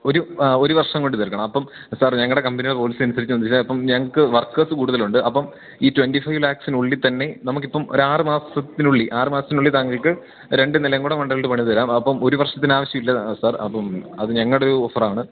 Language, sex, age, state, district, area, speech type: Malayalam, male, 18-30, Kerala, Idukki, rural, conversation